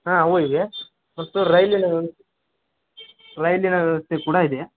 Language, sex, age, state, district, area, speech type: Kannada, male, 30-45, Karnataka, Gadag, rural, conversation